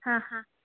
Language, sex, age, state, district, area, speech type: Kannada, female, 18-30, Karnataka, Udupi, rural, conversation